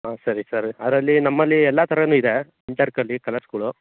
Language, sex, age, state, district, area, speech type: Kannada, male, 18-30, Karnataka, Chikkaballapur, rural, conversation